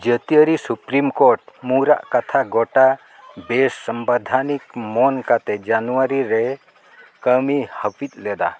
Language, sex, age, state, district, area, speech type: Santali, male, 60+, Odisha, Mayurbhanj, rural, read